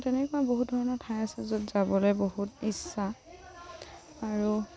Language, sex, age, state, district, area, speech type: Assamese, female, 18-30, Assam, Dibrugarh, rural, spontaneous